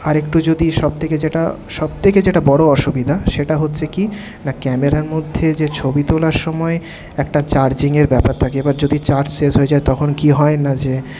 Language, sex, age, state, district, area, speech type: Bengali, male, 18-30, West Bengal, Paschim Bardhaman, urban, spontaneous